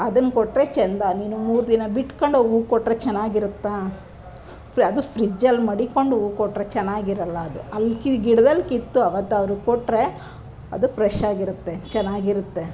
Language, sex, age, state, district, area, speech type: Kannada, female, 30-45, Karnataka, Chamarajanagar, rural, spontaneous